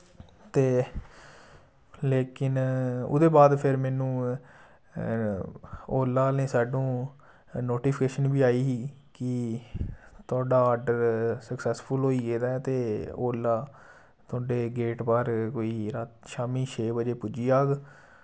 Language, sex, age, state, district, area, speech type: Dogri, male, 18-30, Jammu and Kashmir, Samba, rural, spontaneous